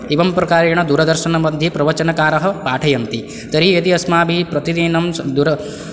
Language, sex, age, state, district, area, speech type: Sanskrit, male, 18-30, Odisha, Balangir, rural, spontaneous